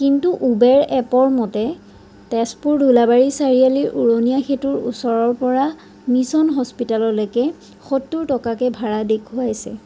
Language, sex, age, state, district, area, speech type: Assamese, female, 45-60, Assam, Sonitpur, rural, spontaneous